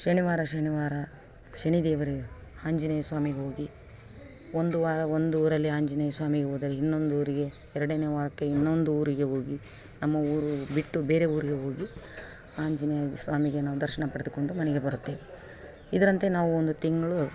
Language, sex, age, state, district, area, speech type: Kannada, female, 45-60, Karnataka, Vijayanagara, rural, spontaneous